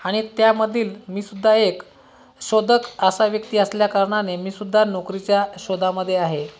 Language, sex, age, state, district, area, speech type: Marathi, male, 30-45, Maharashtra, Washim, rural, spontaneous